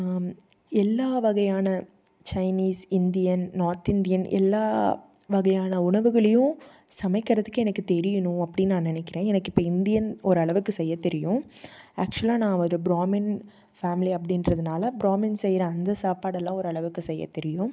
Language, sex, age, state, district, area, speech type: Tamil, female, 18-30, Tamil Nadu, Tiruppur, rural, spontaneous